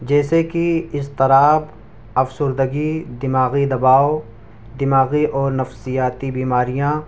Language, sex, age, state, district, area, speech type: Urdu, male, 18-30, Delhi, East Delhi, urban, spontaneous